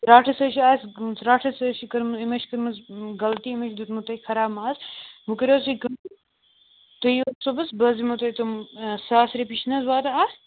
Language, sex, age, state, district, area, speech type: Kashmiri, male, 18-30, Jammu and Kashmir, Kupwara, rural, conversation